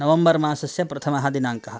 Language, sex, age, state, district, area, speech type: Sanskrit, male, 30-45, Karnataka, Dakshina Kannada, rural, spontaneous